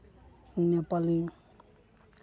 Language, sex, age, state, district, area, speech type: Santali, male, 18-30, West Bengal, Uttar Dinajpur, rural, spontaneous